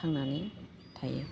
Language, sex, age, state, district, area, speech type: Bodo, female, 30-45, Assam, Baksa, rural, spontaneous